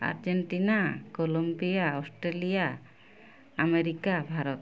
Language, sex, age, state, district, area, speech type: Odia, female, 45-60, Odisha, Mayurbhanj, rural, spontaneous